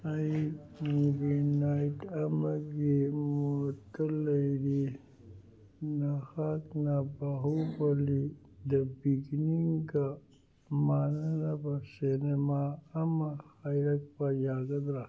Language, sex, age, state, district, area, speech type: Manipuri, male, 60+, Manipur, Churachandpur, urban, read